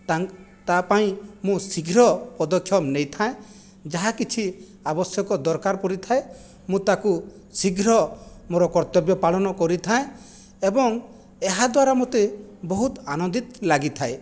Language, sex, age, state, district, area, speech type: Odia, male, 45-60, Odisha, Jajpur, rural, spontaneous